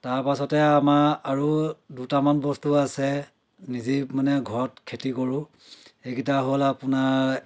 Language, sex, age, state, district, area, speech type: Assamese, male, 30-45, Assam, Dhemaji, urban, spontaneous